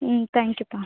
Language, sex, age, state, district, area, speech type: Tamil, female, 30-45, Tamil Nadu, Ariyalur, rural, conversation